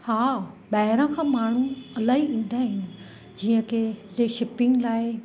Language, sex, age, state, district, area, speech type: Sindhi, female, 45-60, Gujarat, Kutch, rural, spontaneous